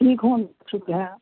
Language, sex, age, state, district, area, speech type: Urdu, male, 18-30, Uttar Pradesh, Saharanpur, urban, conversation